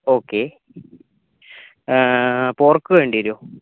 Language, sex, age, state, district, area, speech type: Malayalam, female, 60+, Kerala, Kozhikode, urban, conversation